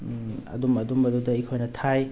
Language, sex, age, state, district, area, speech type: Manipuri, male, 45-60, Manipur, Thoubal, rural, spontaneous